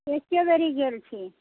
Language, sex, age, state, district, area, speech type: Maithili, female, 45-60, Bihar, Sitamarhi, rural, conversation